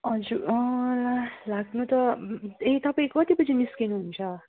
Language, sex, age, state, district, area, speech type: Nepali, female, 30-45, West Bengal, Darjeeling, rural, conversation